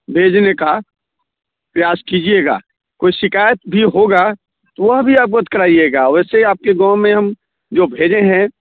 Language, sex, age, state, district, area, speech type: Hindi, male, 45-60, Bihar, Muzaffarpur, rural, conversation